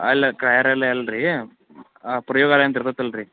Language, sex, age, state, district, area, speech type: Kannada, male, 30-45, Karnataka, Belgaum, rural, conversation